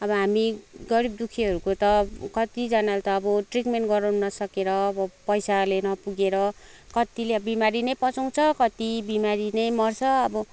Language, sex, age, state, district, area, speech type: Nepali, female, 30-45, West Bengal, Kalimpong, rural, spontaneous